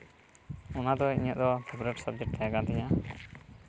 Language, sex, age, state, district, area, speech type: Santali, male, 18-30, West Bengal, Purba Bardhaman, rural, spontaneous